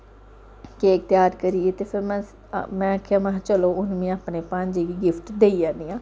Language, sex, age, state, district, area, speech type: Dogri, female, 30-45, Jammu and Kashmir, Samba, rural, spontaneous